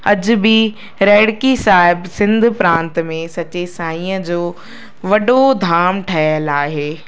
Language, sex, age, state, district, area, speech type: Sindhi, female, 45-60, Madhya Pradesh, Katni, urban, spontaneous